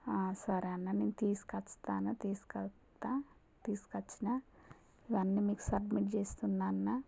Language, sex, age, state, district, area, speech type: Telugu, female, 30-45, Telangana, Warangal, rural, spontaneous